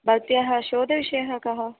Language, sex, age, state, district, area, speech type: Sanskrit, female, 18-30, Kerala, Thrissur, urban, conversation